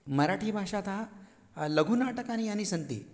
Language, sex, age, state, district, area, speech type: Sanskrit, male, 60+, Maharashtra, Nagpur, urban, spontaneous